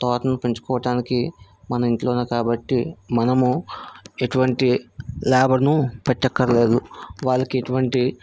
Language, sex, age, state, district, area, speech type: Telugu, male, 18-30, Andhra Pradesh, Vizianagaram, rural, spontaneous